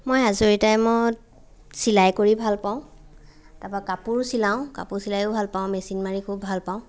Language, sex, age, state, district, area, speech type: Assamese, female, 30-45, Assam, Lakhimpur, rural, spontaneous